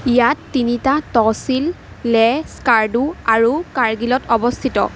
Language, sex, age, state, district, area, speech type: Assamese, female, 18-30, Assam, Kamrup Metropolitan, urban, read